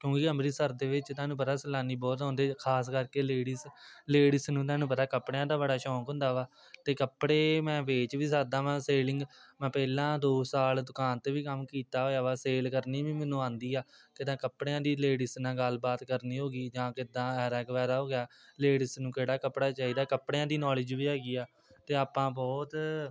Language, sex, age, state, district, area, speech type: Punjabi, male, 18-30, Punjab, Tarn Taran, rural, spontaneous